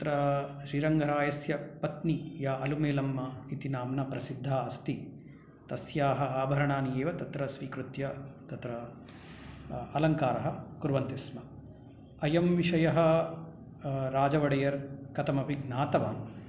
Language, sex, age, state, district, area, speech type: Sanskrit, male, 45-60, Karnataka, Bangalore Urban, urban, spontaneous